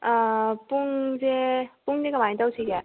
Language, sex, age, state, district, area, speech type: Manipuri, female, 18-30, Manipur, Thoubal, rural, conversation